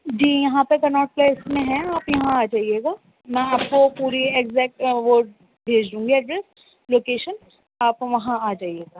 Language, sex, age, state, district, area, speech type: Urdu, female, 18-30, Delhi, Central Delhi, urban, conversation